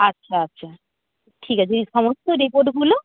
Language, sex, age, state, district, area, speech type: Bengali, female, 60+, West Bengal, Nadia, rural, conversation